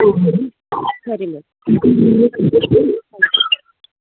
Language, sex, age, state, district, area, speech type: Kannada, female, 18-30, Karnataka, Tumkur, urban, conversation